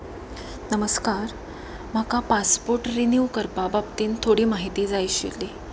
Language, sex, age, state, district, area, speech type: Goan Konkani, female, 30-45, Goa, Pernem, rural, spontaneous